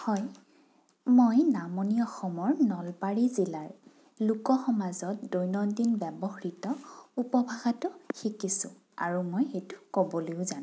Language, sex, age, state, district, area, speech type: Assamese, female, 18-30, Assam, Morigaon, rural, spontaneous